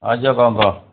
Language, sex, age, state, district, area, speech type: Odia, male, 45-60, Odisha, Dhenkanal, rural, conversation